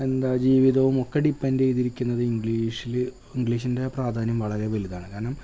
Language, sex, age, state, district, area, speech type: Malayalam, male, 18-30, Kerala, Malappuram, rural, spontaneous